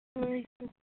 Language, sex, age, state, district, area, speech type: Santali, female, 18-30, Jharkhand, Seraikela Kharsawan, rural, conversation